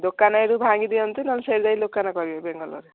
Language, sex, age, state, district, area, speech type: Odia, female, 45-60, Odisha, Gajapati, rural, conversation